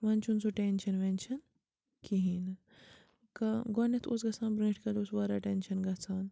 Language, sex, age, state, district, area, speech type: Kashmiri, female, 30-45, Jammu and Kashmir, Bandipora, rural, spontaneous